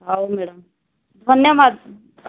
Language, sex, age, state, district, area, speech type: Odia, female, 45-60, Odisha, Malkangiri, urban, conversation